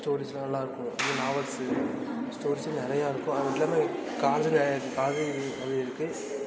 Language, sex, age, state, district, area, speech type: Tamil, male, 18-30, Tamil Nadu, Tiruvarur, rural, spontaneous